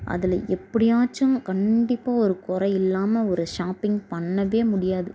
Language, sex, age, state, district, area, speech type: Tamil, female, 18-30, Tamil Nadu, Dharmapuri, rural, spontaneous